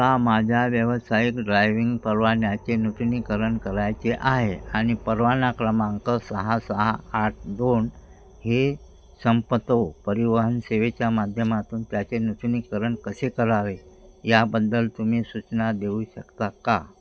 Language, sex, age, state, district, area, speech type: Marathi, male, 60+, Maharashtra, Wardha, rural, read